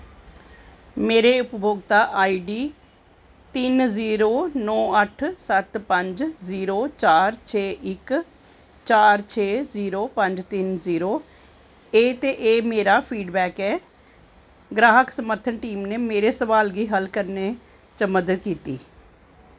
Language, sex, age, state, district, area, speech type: Dogri, female, 45-60, Jammu and Kashmir, Jammu, urban, read